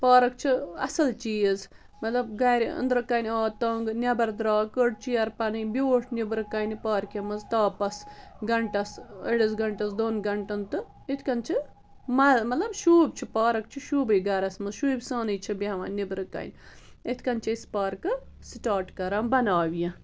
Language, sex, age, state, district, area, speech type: Kashmiri, female, 30-45, Jammu and Kashmir, Bandipora, rural, spontaneous